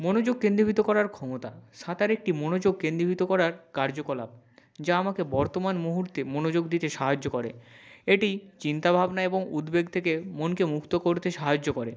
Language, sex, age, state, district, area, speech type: Bengali, male, 45-60, West Bengal, Nadia, rural, spontaneous